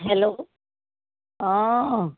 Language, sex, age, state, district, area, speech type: Assamese, female, 60+, Assam, Charaideo, urban, conversation